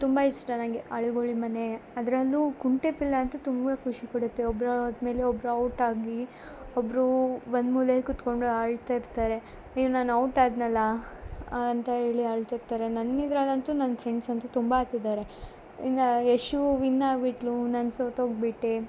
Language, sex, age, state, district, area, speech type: Kannada, female, 18-30, Karnataka, Chikkamagaluru, rural, spontaneous